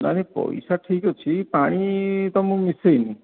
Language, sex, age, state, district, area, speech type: Odia, male, 60+, Odisha, Khordha, rural, conversation